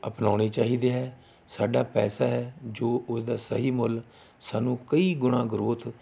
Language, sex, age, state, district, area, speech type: Punjabi, male, 45-60, Punjab, Rupnagar, rural, spontaneous